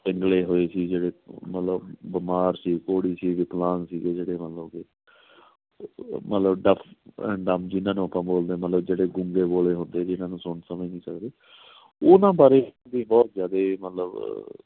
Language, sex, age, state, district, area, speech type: Punjabi, male, 45-60, Punjab, Amritsar, urban, conversation